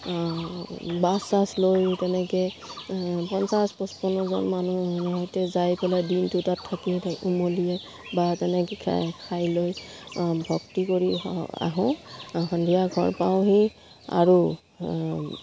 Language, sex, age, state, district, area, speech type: Assamese, female, 45-60, Assam, Udalguri, rural, spontaneous